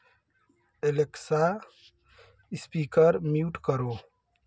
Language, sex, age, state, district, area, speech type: Hindi, male, 30-45, Uttar Pradesh, Varanasi, urban, read